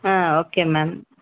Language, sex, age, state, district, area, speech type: Tamil, female, 30-45, Tamil Nadu, Chengalpattu, urban, conversation